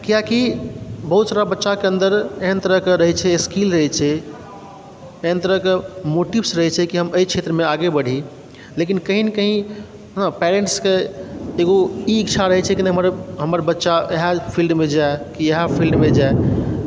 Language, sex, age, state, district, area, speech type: Maithili, male, 30-45, Bihar, Supaul, rural, spontaneous